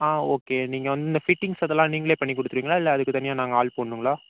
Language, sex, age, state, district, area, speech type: Tamil, male, 30-45, Tamil Nadu, Tiruvarur, rural, conversation